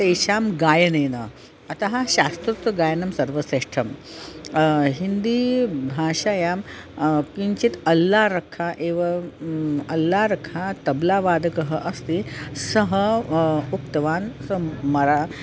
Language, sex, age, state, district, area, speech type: Sanskrit, female, 45-60, Maharashtra, Nagpur, urban, spontaneous